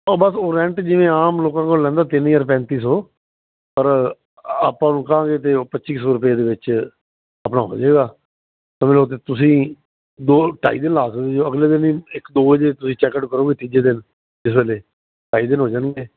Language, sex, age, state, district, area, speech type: Punjabi, male, 60+, Punjab, Fazilka, rural, conversation